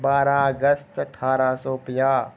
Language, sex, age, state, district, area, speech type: Dogri, male, 30-45, Jammu and Kashmir, Udhampur, rural, spontaneous